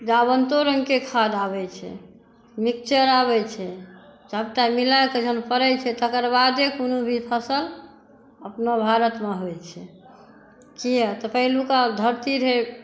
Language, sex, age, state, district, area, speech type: Maithili, female, 60+, Bihar, Saharsa, rural, spontaneous